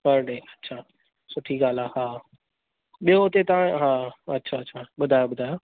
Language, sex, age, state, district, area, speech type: Sindhi, male, 30-45, Maharashtra, Thane, urban, conversation